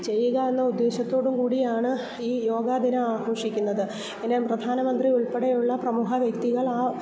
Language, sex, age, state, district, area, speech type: Malayalam, female, 45-60, Kerala, Kollam, rural, spontaneous